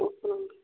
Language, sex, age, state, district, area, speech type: Kashmiri, female, 30-45, Jammu and Kashmir, Bandipora, rural, conversation